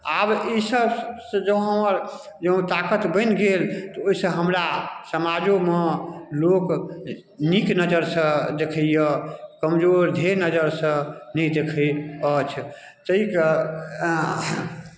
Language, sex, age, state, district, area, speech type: Maithili, male, 60+, Bihar, Darbhanga, rural, spontaneous